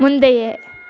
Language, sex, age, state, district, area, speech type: Tamil, female, 18-30, Tamil Nadu, Thoothukudi, rural, read